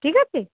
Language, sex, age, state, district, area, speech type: Bengali, female, 45-60, West Bengal, Paschim Bardhaman, urban, conversation